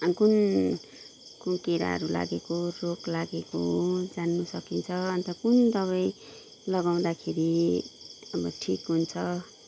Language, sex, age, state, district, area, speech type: Nepali, female, 30-45, West Bengal, Kalimpong, rural, spontaneous